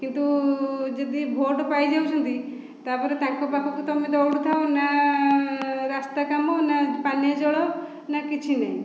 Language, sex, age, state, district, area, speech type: Odia, female, 45-60, Odisha, Khordha, rural, spontaneous